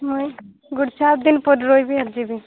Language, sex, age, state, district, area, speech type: Odia, female, 18-30, Odisha, Nabarangpur, urban, conversation